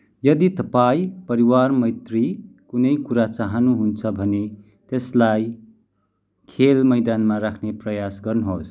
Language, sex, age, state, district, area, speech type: Nepali, male, 30-45, West Bengal, Kalimpong, rural, read